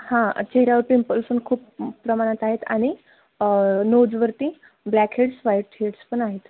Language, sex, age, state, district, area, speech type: Marathi, female, 18-30, Maharashtra, Osmanabad, rural, conversation